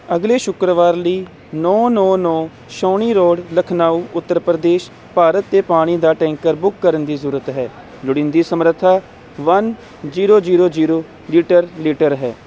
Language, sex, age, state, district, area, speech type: Punjabi, male, 30-45, Punjab, Kapurthala, rural, read